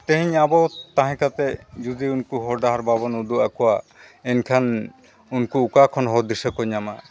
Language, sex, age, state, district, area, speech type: Santali, male, 45-60, Jharkhand, East Singhbhum, rural, spontaneous